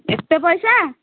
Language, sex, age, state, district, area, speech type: Odia, female, 30-45, Odisha, Nayagarh, rural, conversation